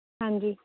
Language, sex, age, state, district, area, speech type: Punjabi, female, 30-45, Punjab, Muktsar, urban, conversation